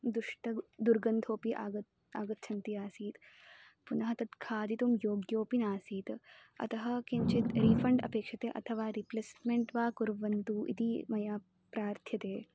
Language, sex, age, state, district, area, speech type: Sanskrit, female, 18-30, Karnataka, Dharwad, urban, spontaneous